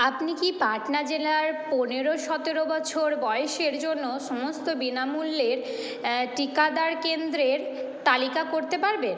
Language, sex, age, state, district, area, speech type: Bengali, female, 45-60, West Bengal, Purba Bardhaman, urban, read